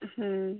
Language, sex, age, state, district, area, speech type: Santali, female, 18-30, West Bengal, Birbhum, rural, conversation